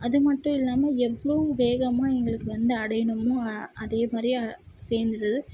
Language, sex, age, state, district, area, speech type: Tamil, female, 18-30, Tamil Nadu, Tirupattur, urban, spontaneous